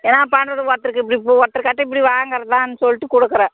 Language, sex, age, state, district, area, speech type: Tamil, female, 45-60, Tamil Nadu, Tirupattur, rural, conversation